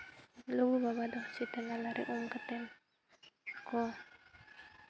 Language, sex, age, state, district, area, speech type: Santali, female, 18-30, Jharkhand, Seraikela Kharsawan, rural, spontaneous